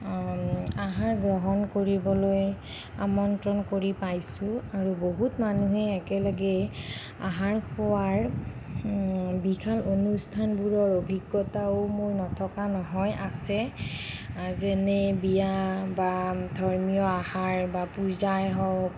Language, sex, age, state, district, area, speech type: Assamese, female, 45-60, Assam, Nagaon, rural, spontaneous